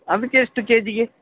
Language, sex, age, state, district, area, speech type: Kannada, male, 45-60, Karnataka, Dakshina Kannada, urban, conversation